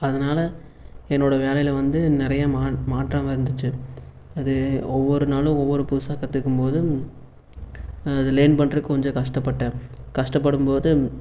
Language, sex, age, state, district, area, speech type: Tamil, male, 18-30, Tamil Nadu, Erode, urban, spontaneous